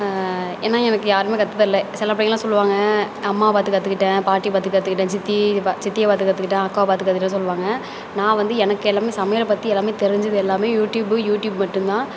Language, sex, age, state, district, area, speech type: Tamil, female, 18-30, Tamil Nadu, Thanjavur, urban, spontaneous